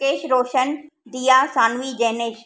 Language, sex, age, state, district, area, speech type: Sindhi, female, 45-60, Maharashtra, Thane, urban, spontaneous